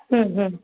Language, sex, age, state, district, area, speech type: Kannada, female, 30-45, Karnataka, Gulbarga, urban, conversation